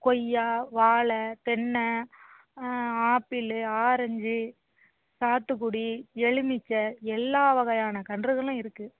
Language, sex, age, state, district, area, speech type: Tamil, female, 45-60, Tamil Nadu, Thoothukudi, urban, conversation